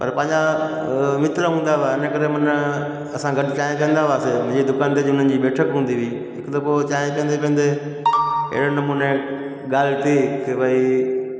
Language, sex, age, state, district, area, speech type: Sindhi, male, 45-60, Gujarat, Junagadh, urban, spontaneous